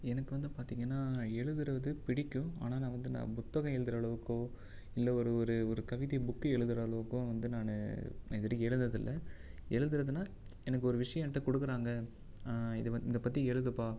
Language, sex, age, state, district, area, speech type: Tamil, male, 18-30, Tamil Nadu, Viluppuram, urban, spontaneous